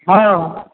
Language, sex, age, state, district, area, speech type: Hindi, male, 60+, Bihar, Samastipur, rural, conversation